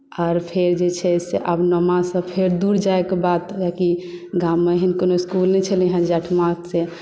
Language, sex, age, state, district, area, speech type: Maithili, female, 18-30, Bihar, Madhubani, rural, spontaneous